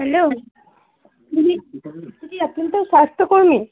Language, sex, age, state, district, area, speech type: Bengali, female, 18-30, West Bengal, Dakshin Dinajpur, urban, conversation